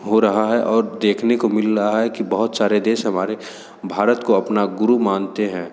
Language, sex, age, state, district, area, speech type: Hindi, male, 18-30, Uttar Pradesh, Sonbhadra, rural, spontaneous